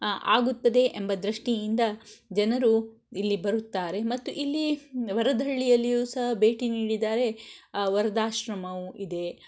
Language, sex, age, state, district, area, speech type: Kannada, female, 45-60, Karnataka, Shimoga, rural, spontaneous